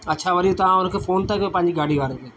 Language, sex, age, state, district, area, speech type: Sindhi, male, 45-60, Delhi, South Delhi, urban, spontaneous